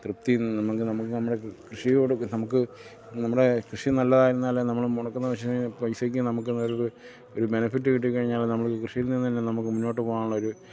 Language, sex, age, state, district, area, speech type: Malayalam, male, 45-60, Kerala, Kottayam, rural, spontaneous